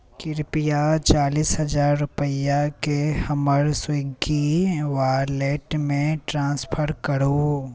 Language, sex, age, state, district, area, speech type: Maithili, male, 18-30, Bihar, Saharsa, rural, read